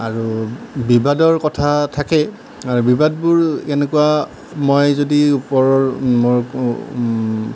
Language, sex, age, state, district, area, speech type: Assamese, male, 30-45, Assam, Nalbari, rural, spontaneous